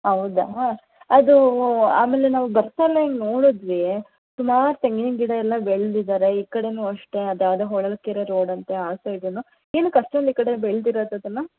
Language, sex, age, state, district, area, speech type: Kannada, female, 30-45, Karnataka, Chitradurga, urban, conversation